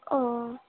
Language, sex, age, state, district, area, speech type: Bengali, female, 18-30, West Bengal, Bankura, urban, conversation